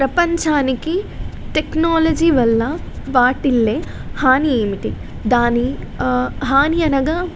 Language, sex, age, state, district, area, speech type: Telugu, female, 18-30, Telangana, Jagtial, rural, spontaneous